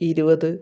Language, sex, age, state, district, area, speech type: Malayalam, male, 60+, Kerala, Palakkad, rural, spontaneous